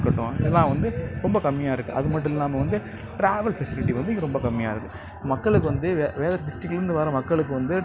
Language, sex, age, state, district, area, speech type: Tamil, male, 30-45, Tamil Nadu, Nagapattinam, rural, spontaneous